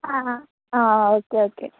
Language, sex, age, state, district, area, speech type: Malayalam, female, 18-30, Kerala, Kollam, rural, conversation